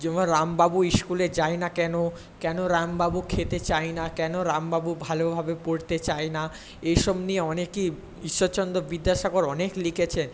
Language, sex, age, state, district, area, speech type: Bengali, male, 18-30, West Bengal, Paschim Medinipur, rural, spontaneous